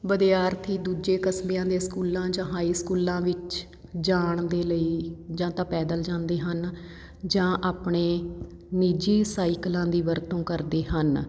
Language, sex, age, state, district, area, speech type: Punjabi, female, 30-45, Punjab, Patiala, rural, spontaneous